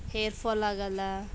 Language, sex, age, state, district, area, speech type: Kannada, female, 30-45, Karnataka, Bidar, urban, spontaneous